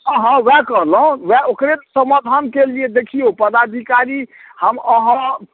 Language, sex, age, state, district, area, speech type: Maithili, male, 45-60, Bihar, Saharsa, rural, conversation